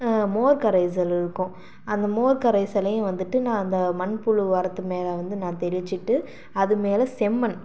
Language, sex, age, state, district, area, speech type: Tamil, female, 30-45, Tamil Nadu, Sivaganga, rural, spontaneous